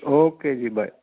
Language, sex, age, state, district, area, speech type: Punjabi, female, 30-45, Punjab, Shaheed Bhagat Singh Nagar, rural, conversation